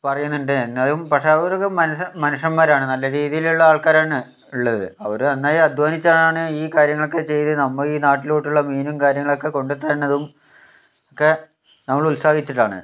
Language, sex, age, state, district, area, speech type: Malayalam, male, 60+, Kerala, Wayanad, rural, spontaneous